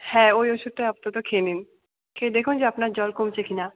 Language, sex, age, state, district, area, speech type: Bengali, female, 18-30, West Bengal, Jalpaiguri, rural, conversation